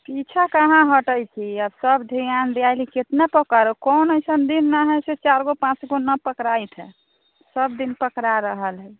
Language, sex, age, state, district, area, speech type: Maithili, female, 30-45, Bihar, Sitamarhi, urban, conversation